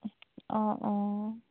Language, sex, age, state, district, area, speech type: Assamese, female, 18-30, Assam, Jorhat, urban, conversation